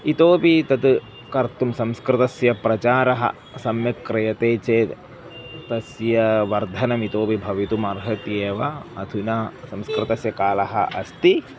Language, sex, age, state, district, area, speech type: Sanskrit, male, 30-45, Kerala, Kozhikode, urban, spontaneous